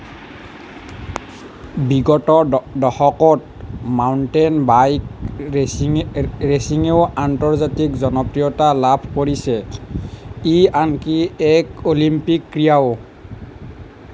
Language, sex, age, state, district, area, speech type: Assamese, male, 18-30, Assam, Nalbari, rural, read